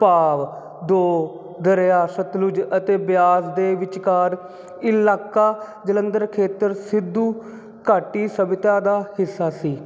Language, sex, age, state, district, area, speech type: Punjabi, male, 30-45, Punjab, Jalandhar, urban, spontaneous